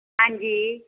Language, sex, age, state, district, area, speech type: Punjabi, female, 45-60, Punjab, Firozpur, rural, conversation